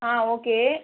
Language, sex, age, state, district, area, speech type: Tamil, female, 30-45, Tamil Nadu, Viluppuram, rural, conversation